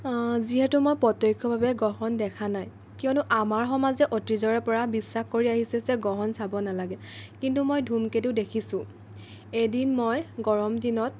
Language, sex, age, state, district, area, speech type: Assamese, female, 18-30, Assam, Lakhimpur, rural, spontaneous